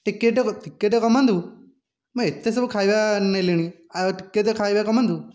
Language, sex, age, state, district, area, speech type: Odia, male, 18-30, Odisha, Dhenkanal, rural, spontaneous